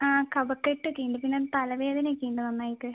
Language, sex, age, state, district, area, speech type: Malayalam, female, 18-30, Kerala, Kozhikode, urban, conversation